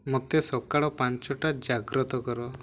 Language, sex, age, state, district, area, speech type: Odia, male, 18-30, Odisha, Mayurbhanj, rural, read